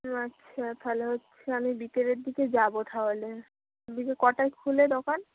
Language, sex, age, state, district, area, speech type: Bengali, female, 18-30, West Bengal, Bankura, rural, conversation